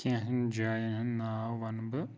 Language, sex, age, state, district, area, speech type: Kashmiri, male, 30-45, Jammu and Kashmir, Pulwama, rural, spontaneous